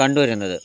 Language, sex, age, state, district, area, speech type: Malayalam, male, 60+, Kerala, Wayanad, rural, spontaneous